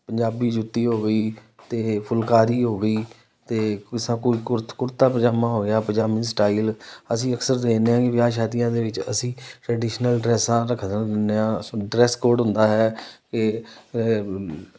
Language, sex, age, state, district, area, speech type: Punjabi, male, 30-45, Punjab, Amritsar, urban, spontaneous